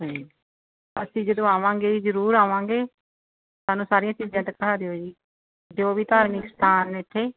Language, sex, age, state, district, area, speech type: Punjabi, female, 60+, Punjab, Barnala, rural, conversation